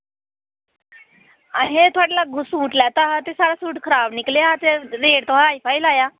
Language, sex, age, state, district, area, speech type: Dogri, female, 18-30, Jammu and Kashmir, Samba, rural, conversation